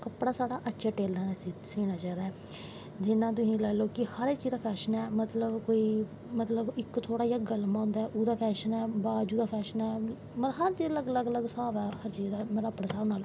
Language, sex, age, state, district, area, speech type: Dogri, female, 18-30, Jammu and Kashmir, Samba, rural, spontaneous